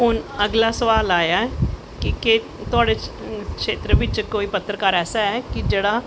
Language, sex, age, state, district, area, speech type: Dogri, female, 45-60, Jammu and Kashmir, Jammu, urban, spontaneous